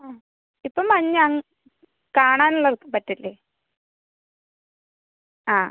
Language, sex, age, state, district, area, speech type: Malayalam, female, 30-45, Kerala, Palakkad, rural, conversation